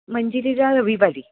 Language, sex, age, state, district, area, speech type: Marathi, female, 30-45, Maharashtra, Kolhapur, urban, conversation